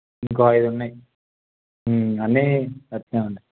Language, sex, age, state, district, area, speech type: Telugu, male, 18-30, Telangana, Peddapalli, urban, conversation